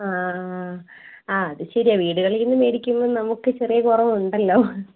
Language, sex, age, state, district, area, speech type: Malayalam, female, 18-30, Kerala, Idukki, rural, conversation